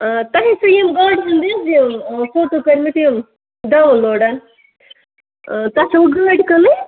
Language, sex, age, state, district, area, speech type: Kashmiri, female, 30-45, Jammu and Kashmir, Budgam, rural, conversation